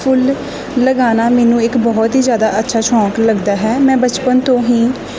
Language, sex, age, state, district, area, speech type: Punjabi, female, 18-30, Punjab, Gurdaspur, rural, spontaneous